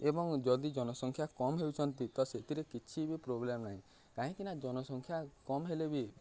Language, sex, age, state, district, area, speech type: Odia, male, 18-30, Odisha, Nuapada, urban, spontaneous